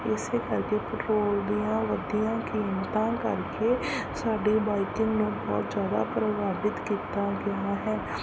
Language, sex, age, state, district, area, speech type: Punjabi, female, 30-45, Punjab, Mansa, urban, spontaneous